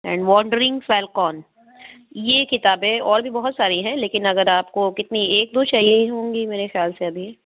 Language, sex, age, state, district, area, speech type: Urdu, female, 18-30, Uttar Pradesh, Lucknow, rural, conversation